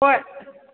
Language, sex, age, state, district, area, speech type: Manipuri, female, 18-30, Manipur, Kakching, rural, conversation